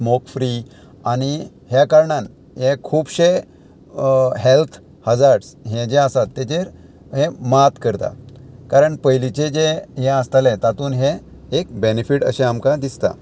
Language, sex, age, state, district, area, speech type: Goan Konkani, male, 30-45, Goa, Murmgao, rural, spontaneous